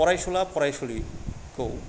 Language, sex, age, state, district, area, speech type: Bodo, male, 45-60, Assam, Kokrajhar, rural, spontaneous